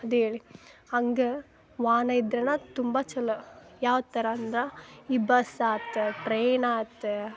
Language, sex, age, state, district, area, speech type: Kannada, female, 18-30, Karnataka, Dharwad, urban, spontaneous